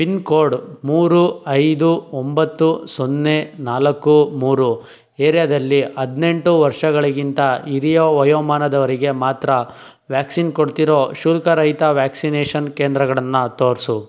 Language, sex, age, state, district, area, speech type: Kannada, male, 18-30, Karnataka, Chikkaballapur, urban, read